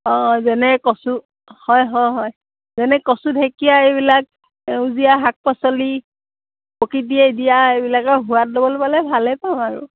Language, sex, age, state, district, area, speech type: Assamese, female, 45-60, Assam, Sivasagar, rural, conversation